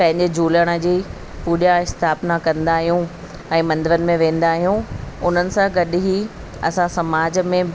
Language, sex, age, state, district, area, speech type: Sindhi, female, 45-60, Delhi, South Delhi, rural, spontaneous